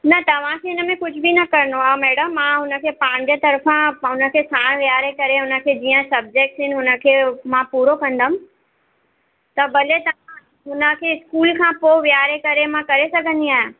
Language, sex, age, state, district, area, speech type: Sindhi, female, 30-45, Maharashtra, Mumbai Suburban, urban, conversation